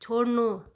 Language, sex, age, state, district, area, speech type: Nepali, female, 45-60, West Bengal, Jalpaiguri, urban, read